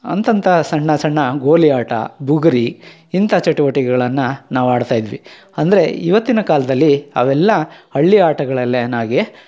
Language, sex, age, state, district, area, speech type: Kannada, male, 45-60, Karnataka, Chikkamagaluru, rural, spontaneous